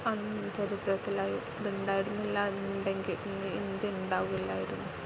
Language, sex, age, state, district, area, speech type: Malayalam, female, 18-30, Kerala, Kozhikode, rural, spontaneous